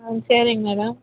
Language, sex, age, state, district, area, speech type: Tamil, female, 18-30, Tamil Nadu, Vellore, urban, conversation